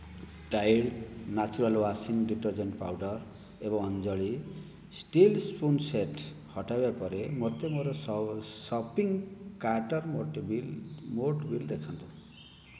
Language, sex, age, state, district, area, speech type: Odia, male, 45-60, Odisha, Kandhamal, rural, read